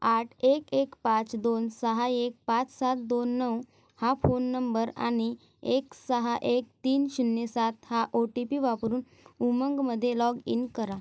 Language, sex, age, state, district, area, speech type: Marathi, female, 18-30, Maharashtra, Gondia, rural, read